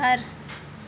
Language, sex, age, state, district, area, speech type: Hindi, female, 30-45, Madhya Pradesh, Seoni, urban, read